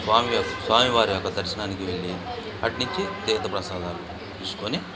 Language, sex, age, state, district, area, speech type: Telugu, male, 45-60, Andhra Pradesh, Bapatla, urban, spontaneous